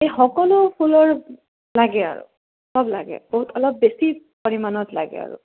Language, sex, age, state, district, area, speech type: Assamese, female, 18-30, Assam, Kamrup Metropolitan, urban, conversation